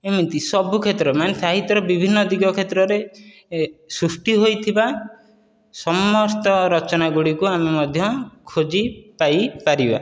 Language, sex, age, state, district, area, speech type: Odia, male, 18-30, Odisha, Dhenkanal, rural, spontaneous